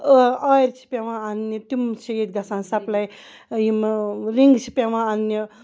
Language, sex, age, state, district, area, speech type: Kashmiri, female, 30-45, Jammu and Kashmir, Ganderbal, rural, spontaneous